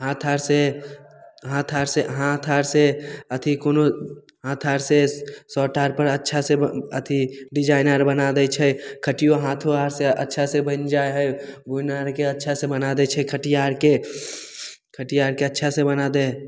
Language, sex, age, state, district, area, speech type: Maithili, male, 18-30, Bihar, Samastipur, rural, spontaneous